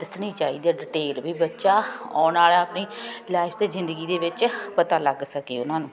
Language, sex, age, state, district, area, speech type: Punjabi, female, 30-45, Punjab, Ludhiana, urban, spontaneous